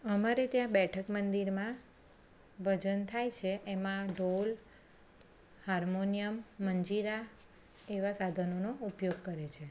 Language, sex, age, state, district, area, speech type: Gujarati, female, 30-45, Gujarat, Anand, urban, spontaneous